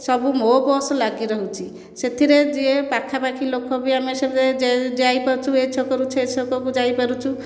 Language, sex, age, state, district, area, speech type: Odia, female, 30-45, Odisha, Khordha, rural, spontaneous